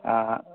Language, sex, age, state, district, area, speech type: Odia, male, 45-60, Odisha, Nuapada, urban, conversation